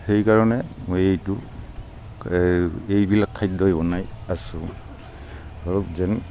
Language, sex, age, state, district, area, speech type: Assamese, male, 45-60, Assam, Barpeta, rural, spontaneous